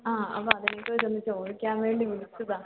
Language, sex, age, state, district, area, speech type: Malayalam, female, 30-45, Kerala, Idukki, rural, conversation